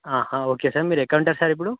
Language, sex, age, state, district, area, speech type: Telugu, male, 18-30, Telangana, Karimnagar, rural, conversation